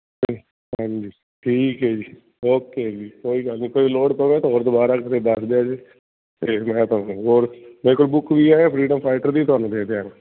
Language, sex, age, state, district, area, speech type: Punjabi, male, 45-60, Punjab, Fazilka, rural, conversation